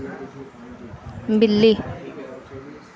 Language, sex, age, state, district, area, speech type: Hindi, female, 18-30, Madhya Pradesh, Harda, urban, read